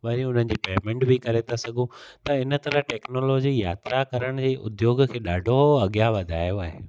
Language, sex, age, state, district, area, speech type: Sindhi, male, 30-45, Gujarat, Kutch, rural, spontaneous